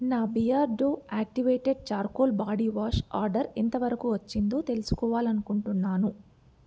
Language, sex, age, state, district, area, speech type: Telugu, female, 30-45, Andhra Pradesh, N T Rama Rao, rural, read